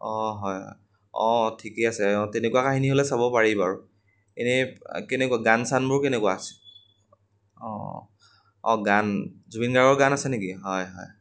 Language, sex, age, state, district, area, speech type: Assamese, male, 18-30, Assam, Majuli, rural, spontaneous